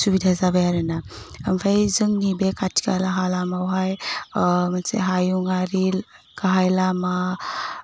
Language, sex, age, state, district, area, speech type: Bodo, female, 18-30, Assam, Udalguri, rural, spontaneous